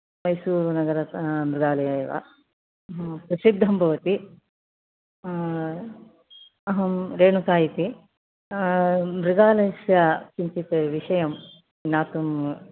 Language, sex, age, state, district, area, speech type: Sanskrit, female, 60+, Karnataka, Mysore, urban, conversation